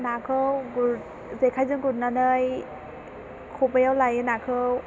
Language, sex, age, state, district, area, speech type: Bodo, female, 18-30, Assam, Chirang, rural, spontaneous